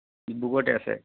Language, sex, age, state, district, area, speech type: Assamese, male, 45-60, Assam, Dhemaji, urban, conversation